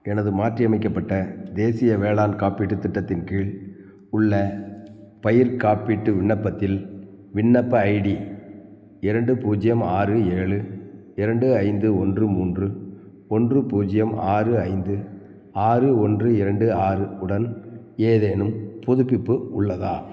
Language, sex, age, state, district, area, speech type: Tamil, male, 60+, Tamil Nadu, Theni, rural, read